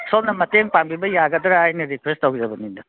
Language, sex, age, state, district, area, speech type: Manipuri, male, 45-60, Manipur, Kangpokpi, urban, conversation